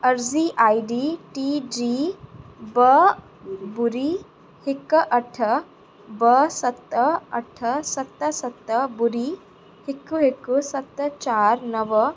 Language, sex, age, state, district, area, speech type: Sindhi, female, 18-30, Uttar Pradesh, Lucknow, rural, read